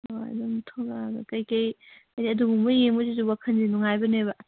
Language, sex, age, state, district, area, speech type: Manipuri, female, 30-45, Manipur, Kangpokpi, urban, conversation